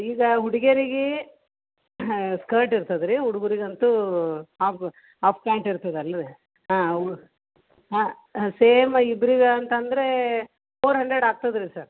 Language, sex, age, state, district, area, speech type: Kannada, female, 30-45, Karnataka, Gulbarga, urban, conversation